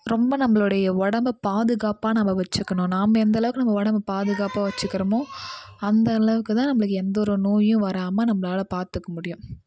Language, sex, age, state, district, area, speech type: Tamil, female, 18-30, Tamil Nadu, Kallakurichi, urban, spontaneous